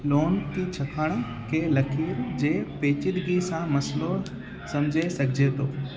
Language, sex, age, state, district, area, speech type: Sindhi, male, 18-30, Gujarat, Kutch, urban, read